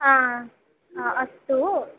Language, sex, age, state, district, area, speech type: Sanskrit, female, 18-30, Kerala, Kannur, rural, conversation